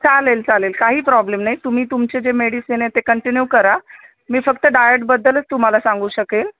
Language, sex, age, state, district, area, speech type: Marathi, female, 30-45, Maharashtra, Osmanabad, rural, conversation